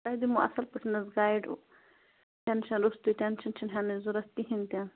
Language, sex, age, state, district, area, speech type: Kashmiri, female, 18-30, Jammu and Kashmir, Bandipora, rural, conversation